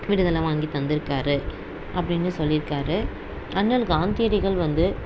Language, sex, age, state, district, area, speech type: Tamil, female, 30-45, Tamil Nadu, Dharmapuri, rural, spontaneous